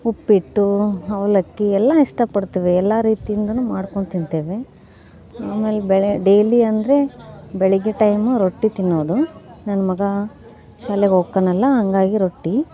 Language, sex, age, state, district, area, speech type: Kannada, female, 18-30, Karnataka, Gadag, rural, spontaneous